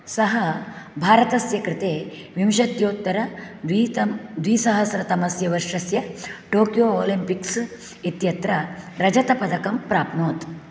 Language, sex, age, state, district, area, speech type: Sanskrit, female, 60+, Karnataka, Uttara Kannada, rural, read